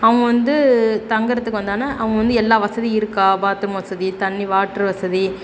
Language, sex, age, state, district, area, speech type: Tamil, female, 30-45, Tamil Nadu, Perambalur, rural, spontaneous